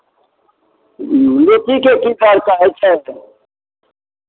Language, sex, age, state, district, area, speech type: Maithili, male, 60+, Bihar, Madhepura, rural, conversation